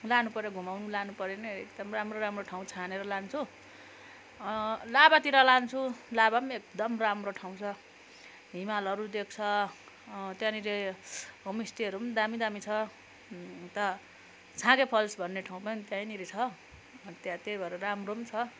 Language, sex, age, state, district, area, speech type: Nepali, female, 30-45, West Bengal, Kalimpong, rural, spontaneous